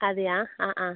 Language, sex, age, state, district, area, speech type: Malayalam, female, 30-45, Kerala, Kasaragod, rural, conversation